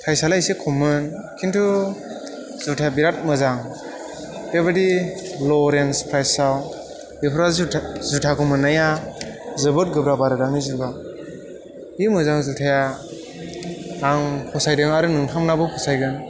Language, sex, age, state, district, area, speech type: Bodo, male, 18-30, Assam, Chirang, rural, spontaneous